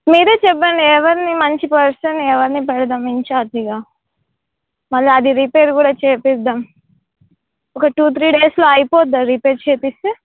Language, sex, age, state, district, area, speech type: Telugu, female, 18-30, Telangana, Warangal, rural, conversation